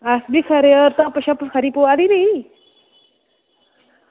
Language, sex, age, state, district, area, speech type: Dogri, female, 18-30, Jammu and Kashmir, Reasi, rural, conversation